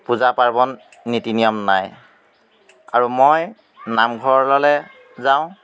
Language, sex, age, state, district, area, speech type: Assamese, male, 30-45, Assam, Majuli, urban, spontaneous